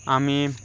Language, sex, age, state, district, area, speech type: Goan Konkani, male, 18-30, Goa, Salcete, rural, spontaneous